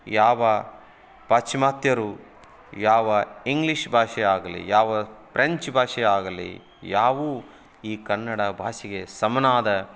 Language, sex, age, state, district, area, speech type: Kannada, male, 45-60, Karnataka, Koppal, rural, spontaneous